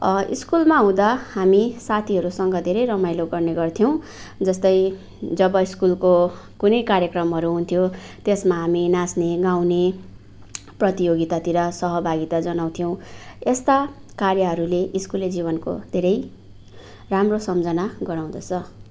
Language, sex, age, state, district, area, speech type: Nepali, female, 45-60, West Bengal, Darjeeling, rural, spontaneous